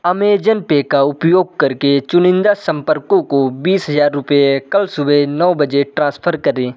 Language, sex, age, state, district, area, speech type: Hindi, male, 18-30, Madhya Pradesh, Jabalpur, urban, read